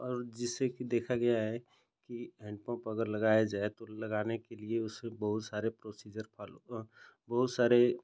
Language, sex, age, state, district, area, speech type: Hindi, male, 30-45, Uttar Pradesh, Ghazipur, rural, spontaneous